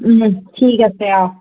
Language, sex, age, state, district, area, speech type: Assamese, female, 30-45, Assam, Nagaon, rural, conversation